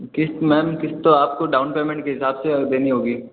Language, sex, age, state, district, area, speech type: Hindi, male, 18-30, Rajasthan, Jodhpur, urban, conversation